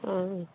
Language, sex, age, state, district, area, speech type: Assamese, female, 60+, Assam, Dibrugarh, rural, conversation